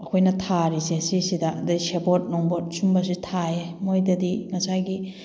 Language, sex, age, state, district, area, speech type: Manipuri, female, 30-45, Manipur, Kakching, rural, spontaneous